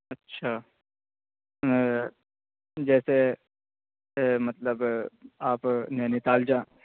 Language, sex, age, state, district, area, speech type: Urdu, male, 18-30, Uttar Pradesh, Saharanpur, urban, conversation